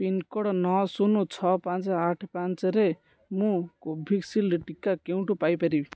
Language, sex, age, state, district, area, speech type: Odia, male, 18-30, Odisha, Jagatsinghpur, rural, read